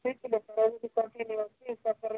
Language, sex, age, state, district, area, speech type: Odia, male, 45-60, Odisha, Nabarangpur, rural, conversation